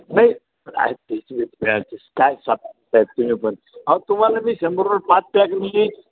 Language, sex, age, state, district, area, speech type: Marathi, male, 60+, Maharashtra, Ahmednagar, urban, conversation